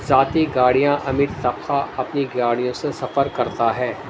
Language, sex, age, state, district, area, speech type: Urdu, male, 60+, Delhi, Central Delhi, urban, spontaneous